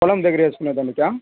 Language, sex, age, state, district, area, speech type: Telugu, male, 18-30, Andhra Pradesh, Sri Balaji, urban, conversation